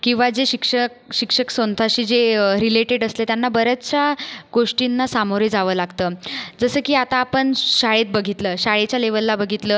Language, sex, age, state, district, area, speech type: Marathi, female, 30-45, Maharashtra, Buldhana, rural, spontaneous